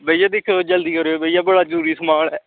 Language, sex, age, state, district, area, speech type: Dogri, male, 18-30, Jammu and Kashmir, Kathua, rural, conversation